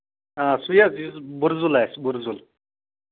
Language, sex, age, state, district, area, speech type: Kashmiri, male, 30-45, Jammu and Kashmir, Anantnag, rural, conversation